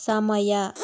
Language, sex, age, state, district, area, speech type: Kannada, female, 30-45, Karnataka, Tumkur, rural, read